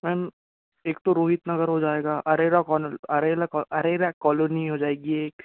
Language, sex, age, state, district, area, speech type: Hindi, male, 18-30, Madhya Pradesh, Bhopal, rural, conversation